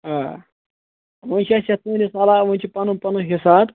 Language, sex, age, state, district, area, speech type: Kashmiri, male, 30-45, Jammu and Kashmir, Ganderbal, rural, conversation